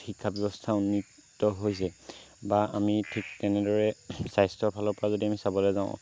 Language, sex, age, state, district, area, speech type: Assamese, male, 18-30, Assam, Lakhimpur, rural, spontaneous